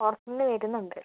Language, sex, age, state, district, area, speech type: Malayalam, female, 18-30, Kerala, Kozhikode, urban, conversation